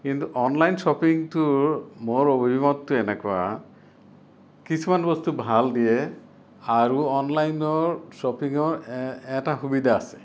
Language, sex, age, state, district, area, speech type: Assamese, male, 60+, Assam, Kamrup Metropolitan, urban, spontaneous